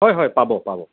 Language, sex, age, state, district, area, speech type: Assamese, male, 30-45, Assam, Jorhat, urban, conversation